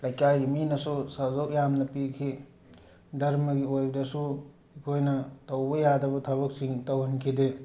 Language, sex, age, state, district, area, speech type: Manipuri, male, 45-60, Manipur, Tengnoupal, urban, spontaneous